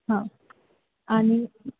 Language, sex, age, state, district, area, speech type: Marathi, female, 18-30, Maharashtra, Sangli, rural, conversation